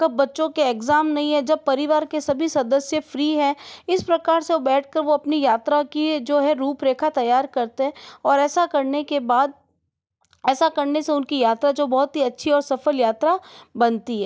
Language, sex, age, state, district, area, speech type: Hindi, female, 18-30, Rajasthan, Jodhpur, urban, spontaneous